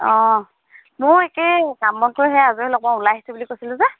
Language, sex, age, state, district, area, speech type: Assamese, female, 18-30, Assam, Dhemaji, urban, conversation